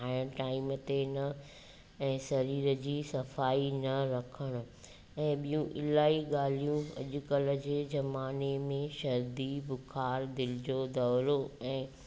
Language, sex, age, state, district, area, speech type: Sindhi, female, 45-60, Gujarat, Junagadh, rural, spontaneous